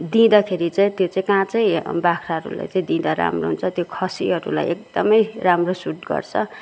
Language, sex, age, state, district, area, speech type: Nepali, female, 60+, West Bengal, Kalimpong, rural, spontaneous